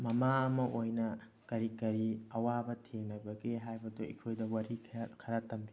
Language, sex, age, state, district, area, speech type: Manipuri, female, 45-60, Manipur, Tengnoupal, rural, spontaneous